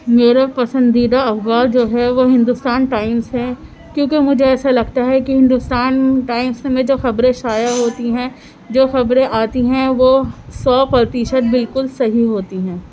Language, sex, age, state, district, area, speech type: Urdu, female, 18-30, Delhi, Central Delhi, urban, spontaneous